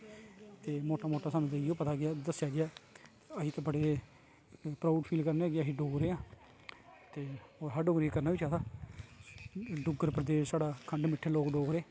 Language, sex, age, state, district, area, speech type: Dogri, male, 30-45, Jammu and Kashmir, Kathua, urban, spontaneous